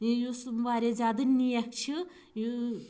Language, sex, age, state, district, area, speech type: Kashmiri, female, 18-30, Jammu and Kashmir, Pulwama, rural, spontaneous